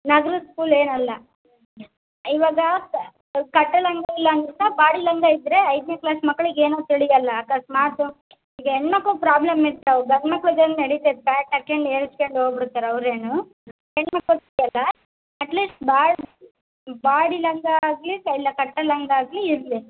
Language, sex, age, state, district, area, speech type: Kannada, female, 18-30, Karnataka, Chitradurga, rural, conversation